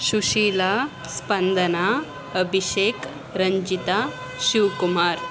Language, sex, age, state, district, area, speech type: Kannada, female, 18-30, Karnataka, Chamarajanagar, rural, spontaneous